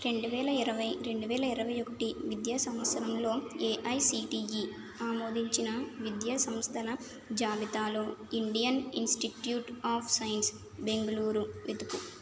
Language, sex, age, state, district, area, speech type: Telugu, female, 30-45, Andhra Pradesh, Konaseema, urban, read